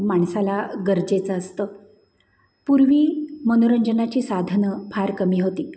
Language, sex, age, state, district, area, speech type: Marathi, female, 45-60, Maharashtra, Satara, urban, spontaneous